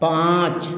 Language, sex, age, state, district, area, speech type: Hindi, male, 45-60, Uttar Pradesh, Azamgarh, rural, read